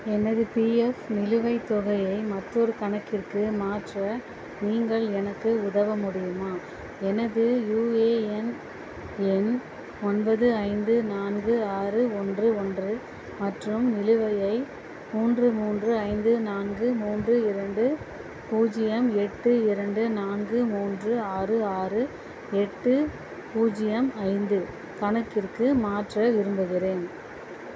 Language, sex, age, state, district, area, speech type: Tamil, female, 30-45, Tamil Nadu, Chennai, urban, read